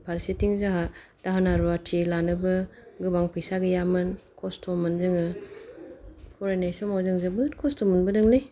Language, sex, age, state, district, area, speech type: Bodo, female, 45-60, Assam, Kokrajhar, rural, spontaneous